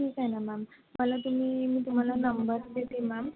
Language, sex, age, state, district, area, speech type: Marathi, female, 30-45, Maharashtra, Nagpur, rural, conversation